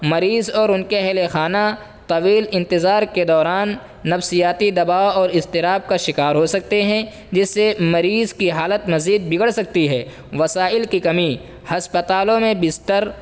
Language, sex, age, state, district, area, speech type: Urdu, male, 18-30, Uttar Pradesh, Saharanpur, urban, spontaneous